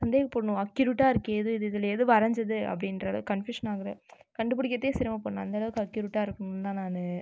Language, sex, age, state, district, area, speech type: Tamil, female, 30-45, Tamil Nadu, Viluppuram, rural, spontaneous